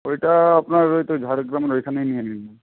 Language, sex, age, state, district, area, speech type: Bengali, male, 18-30, West Bengal, Jhargram, rural, conversation